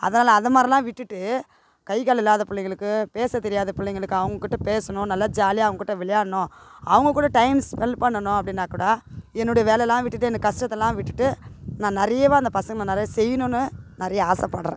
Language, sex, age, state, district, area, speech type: Tamil, female, 45-60, Tamil Nadu, Tiruvannamalai, rural, spontaneous